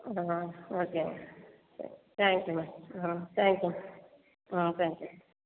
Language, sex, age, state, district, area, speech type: Tamil, female, 45-60, Tamil Nadu, Cuddalore, rural, conversation